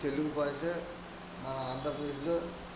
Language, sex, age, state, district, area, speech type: Telugu, male, 45-60, Andhra Pradesh, Kadapa, rural, spontaneous